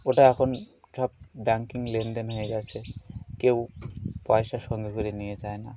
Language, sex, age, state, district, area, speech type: Bengali, male, 30-45, West Bengal, Birbhum, urban, spontaneous